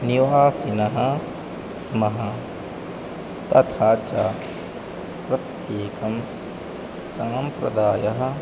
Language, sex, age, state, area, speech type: Sanskrit, male, 18-30, Uttar Pradesh, urban, spontaneous